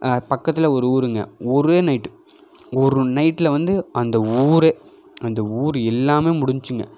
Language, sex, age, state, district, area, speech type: Tamil, male, 18-30, Tamil Nadu, Coimbatore, urban, spontaneous